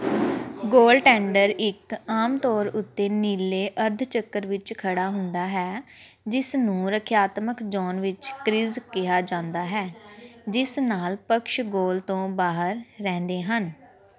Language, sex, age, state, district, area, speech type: Punjabi, female, 18-30, Punjab, Pathankot, rural, read